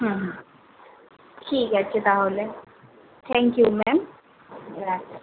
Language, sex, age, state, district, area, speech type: Bengali, female, 18-30, West Bengal, Kolkata, urban, conversation